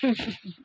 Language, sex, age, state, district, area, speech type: Maithili, female, 60+, Bihar, Araria, rural, spontaneous